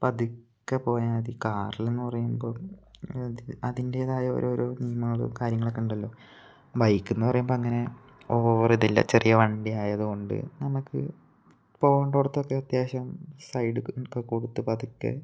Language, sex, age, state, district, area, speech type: Malayalam, male, 18-30, Kerala, Wayanad, rural, spontaneous